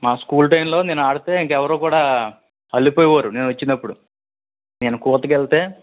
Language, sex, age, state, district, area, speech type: Telugu, male, 18-30, Andhra Pradesh, East Godavari, rural, conversation